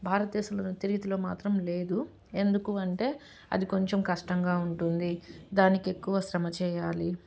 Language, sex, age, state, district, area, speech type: Telugu, female, 30-45, Telangana, Medchal, urban, spontaneous